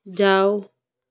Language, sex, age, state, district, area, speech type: Punjabi, female, 30-45, Punjab, Shaheed Bhagat Singh Nagar, rural, read